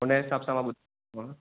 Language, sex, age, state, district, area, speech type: Sindhi, male, 18-30, Maharashtra, Thane, rural, conversation